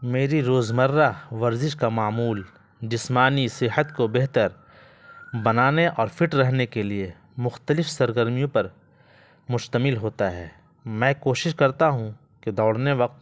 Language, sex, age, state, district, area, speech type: Urdu, male, 30-45, Bihar, Gaya, urban, spontaneous